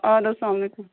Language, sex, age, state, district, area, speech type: Kashmiri, female, 18-30, Jammu and Kashmir, Budgam, rural, conversation